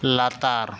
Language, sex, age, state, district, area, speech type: Santali, male, 30-45, Jharkhand, East Singhbhum, rural, read